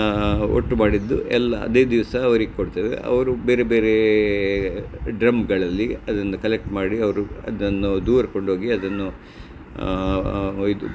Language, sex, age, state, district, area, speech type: Kannada, male, 60+, Karnataka, Udupi, rural, spontaneous